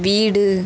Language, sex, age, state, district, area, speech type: Tamil, female, 18-30, Tamil Nadu, Tirunelveli, rural, read